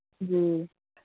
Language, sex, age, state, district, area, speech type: Hindi, male, 30-45, Bihar, Madhepura, rural, conversation